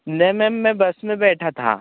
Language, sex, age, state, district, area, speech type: Hindi, male, 18-30, Madhya Pradesh, Betul, urban, conversation